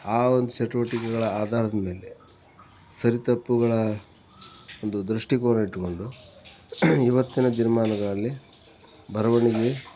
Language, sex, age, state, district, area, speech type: Kannada, male, 45-60, Karnataka, Koppal, rural, spontaneous